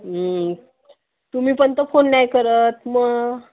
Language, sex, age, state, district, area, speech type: Marathi, female, 30-45, Maharashtra, Nagpur, urban, conversation